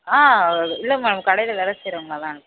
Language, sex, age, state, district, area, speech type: Tamil, female, 18-30, Tamil Nadu, Namakkal, urban, conversation